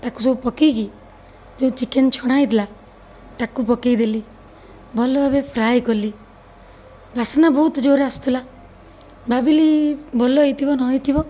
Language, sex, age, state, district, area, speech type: Odia, female, 30-45, Odisha, Cuttack, urban, spontaneous